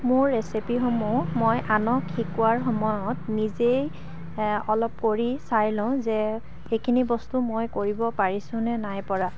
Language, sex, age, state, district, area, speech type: Assamese, female, 45-60, Assam, Dibrugarh, rural, spontaneous